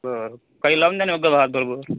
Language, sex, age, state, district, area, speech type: Marathi, male, 30-45, Maharashtra, Amravati, urban, conversation